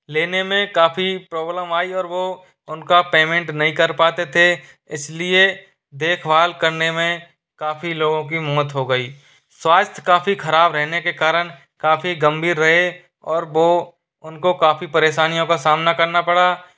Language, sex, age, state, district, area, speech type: Hindi, male, 30-45, Rajasthan, Jaipur, urban, spontaneous